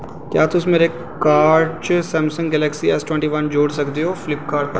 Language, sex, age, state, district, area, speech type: Dogri, male, 18-30, Jammu and Kashmir, Jammu, rural, read